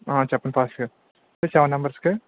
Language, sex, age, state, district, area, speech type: Telugu, male, 18-30, Andhra Pradesh, Anakapalli, rural, conversation